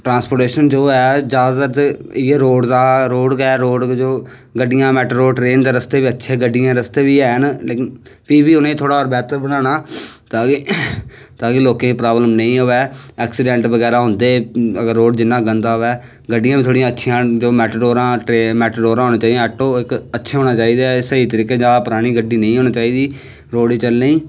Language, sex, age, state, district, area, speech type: Dogri, male, 18-30, Jammu and Kashmir, Reasi, rural, spontaneous